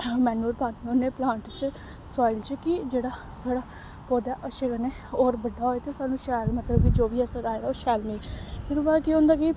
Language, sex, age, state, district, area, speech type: Dogri, female, 18-30, Jammu and Kashmir, Samba, rural, spontaneous